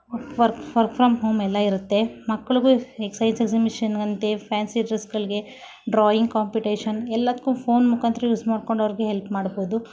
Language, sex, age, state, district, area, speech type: Kannada, female, 45-60, Karnataka, Mysore, rural, spontaneous